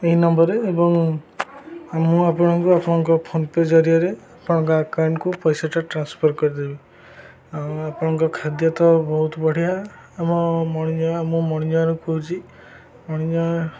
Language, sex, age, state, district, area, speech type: Odia, male, 18-30, Odisha, Jagatsinghpur, rural, spontaneous